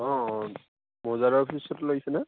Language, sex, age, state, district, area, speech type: Assamese, male, 18-30, Assam, Lakhimpur, urban, conversation